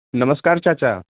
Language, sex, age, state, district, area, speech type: Hindi, male, 18-30, Uttar Pradesh, Varanasi, rural, conversation